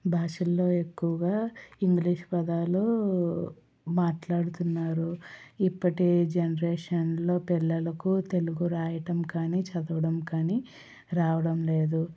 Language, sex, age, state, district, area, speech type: Telugu, female, 18-30, Andhra Pradesh, Anakapalli, rural, spontaneous